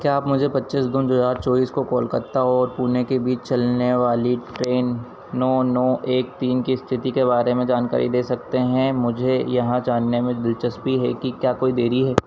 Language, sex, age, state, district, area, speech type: Hindi, male, 30-45, Madhya Pradesh, Harda, urban, read